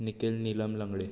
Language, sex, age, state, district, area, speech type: Goan Konkani, male, 18-30, Goa, Bardez, urban, spontaneous